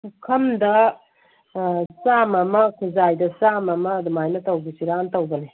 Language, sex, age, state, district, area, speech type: Manipuri, female, 45-60, Manipur, Kangpokpi, urban, conversation